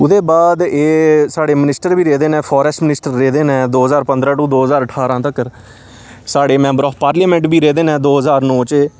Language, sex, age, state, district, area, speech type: Dogri, male, 18-30, Jammu and Kashmir, Samba, rural, spontaneous